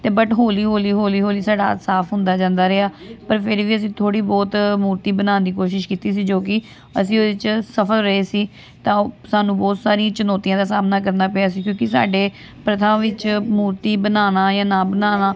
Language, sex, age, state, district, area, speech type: Punjabi, female, 18-30, Punjab, Amritsar, urban, spontaneous